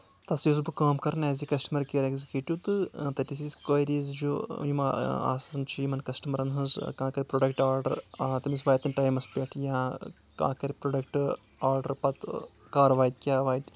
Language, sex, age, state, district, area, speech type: Kashmiri, male, 18-30, Jammu and Kashmir, Anantnag, rural, spontaneous